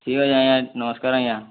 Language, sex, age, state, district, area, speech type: Odia, male, 18-30, Odisha, Bargarh, urban, conversation